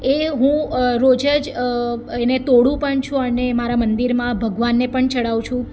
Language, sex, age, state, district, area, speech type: Gujarati, female, 30-45, Gujarat, Surat, urban, spontaneous